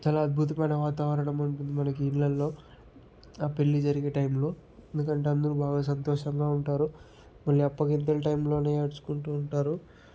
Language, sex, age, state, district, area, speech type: Telugu, male, 60+, Andhra Pradesh, Chittoor, rural, spontaneous